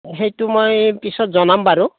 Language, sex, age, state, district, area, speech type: Assamese, male, 60+, Assam, Udalguri, rural, conversation